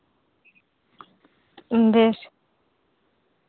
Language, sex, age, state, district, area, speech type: Santali, female, 30-45, West Bengal, Birbhum, rural, conversation